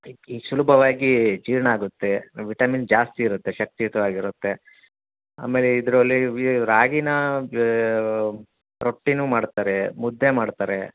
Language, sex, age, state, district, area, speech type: Kannada, male, 45-60, Karnataka, Davanagere, urban, conversation